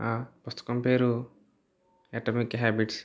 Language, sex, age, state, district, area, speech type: Telugu, male, 30-45, Andhra Pradesh, Kakinada, rural, spontaneous